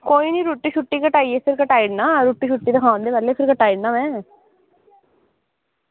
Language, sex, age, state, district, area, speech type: Dogri, female, 18-30, Jammu and Kashmir, Samba, rural, conversation